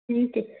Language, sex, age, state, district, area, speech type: Punjabi, female, 60+, Punjab, Fazilka, rural, conversation